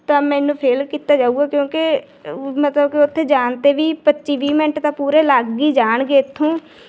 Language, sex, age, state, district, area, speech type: Punjabi, female, 18-30, Punjab, Bathinda, rural, spontaneous